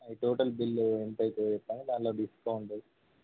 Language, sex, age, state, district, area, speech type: Telugu, male, 18-30, Telangana, Jangaon, urban, conversation